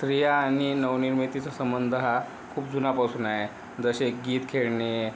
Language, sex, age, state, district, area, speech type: Marathi, male, 18-30, Maharashtra, Yavatmal, rural, spontaneous